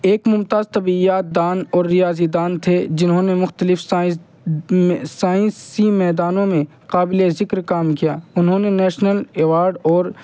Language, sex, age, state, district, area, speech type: Urdu, male, 30-45, Uttar Pradesh, Muzaffarnagar, urban, spontaneous